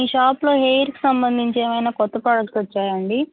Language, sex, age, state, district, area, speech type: Telugu, female, 18-30, Telangana, Komaram Bheem, rural, conversation